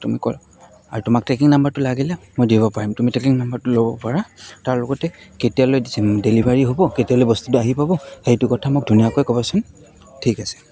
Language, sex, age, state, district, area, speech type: Assamese, male, 18-30, Assam, Goalpara, rural, spontaneous